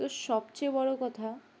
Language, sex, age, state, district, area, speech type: Bengali, female, 18-30, West Bengal, Uttar Dinajpur, urban, spontaneous